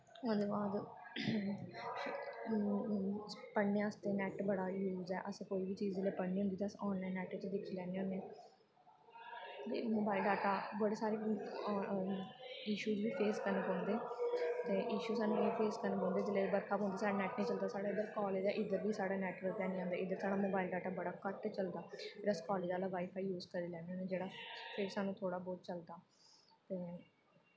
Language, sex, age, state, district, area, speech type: Dogri, female, 18-30, Jammu and Kashmir, Samba, rural, spontaneous